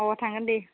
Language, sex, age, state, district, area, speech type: Bodo, female, 18-30, Assam, Baksa, rural, conversation